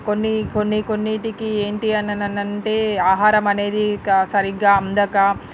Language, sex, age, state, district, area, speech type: Telugu, female, 45-60, Andhra Pradesh, Srikakulam, urban, spontaneous